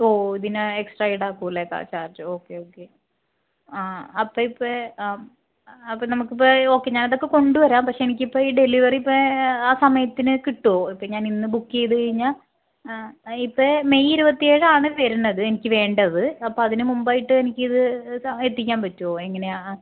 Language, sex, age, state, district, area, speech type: Malayalam, female, 30-45, Kerala, Ernakulam, rural, conversation